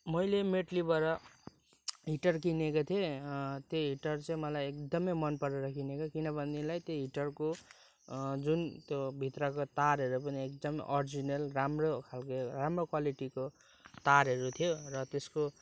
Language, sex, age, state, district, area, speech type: Nepali, male, 18-30, West Bengal, Kalimpong, rural, spontaneous